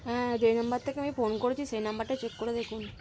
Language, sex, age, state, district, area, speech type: Bengali, female, 30-45, West Bengal, Cooch Behar, urban, spontaneous